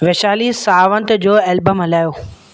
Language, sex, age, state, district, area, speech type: Sindhi, male, 18-30, Madhya Pradesh, Katni, rural, read